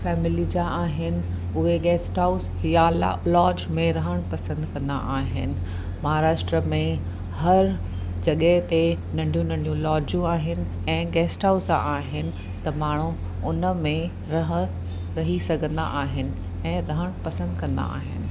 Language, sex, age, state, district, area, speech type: Sindhi, female, 45-60, Maharashtra, Mumbai Suburban, urban, spontaneous